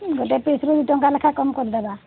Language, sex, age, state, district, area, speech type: Odia, female, 45-60, Odisha, Sundergarh, rural, conversation